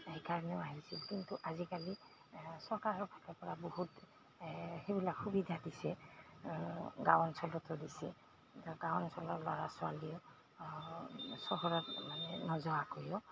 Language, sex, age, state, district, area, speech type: Assamese, female, 45-60, Assam, Goalpara, urban, spontaneous